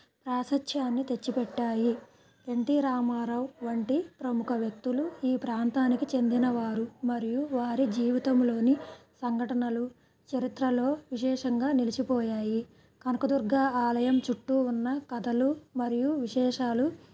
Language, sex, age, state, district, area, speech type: Telugu, female, 30-45, Andhra Pradesh, Krishna, rural, spontaneous